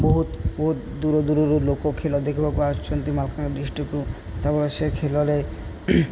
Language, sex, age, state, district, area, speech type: Odia, male, 18-30, Odisha, Malkangiri, urban, spontaneous